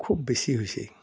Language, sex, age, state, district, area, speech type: Assamese, male, 60+, Assam, Udalguri, urban, spontaneous